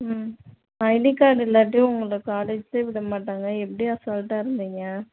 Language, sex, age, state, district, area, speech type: Tamil, female, 30-45, Tamil Nadu, Tiruchirappalli, rural, conversation